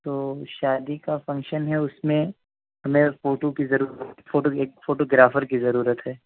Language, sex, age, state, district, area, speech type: Urdu, male, 18-30, Delhi, East Delhi, urban, conversation